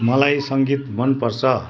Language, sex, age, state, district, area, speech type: Nepali, male, 60+, West Bengal, Kalimpong, rural, read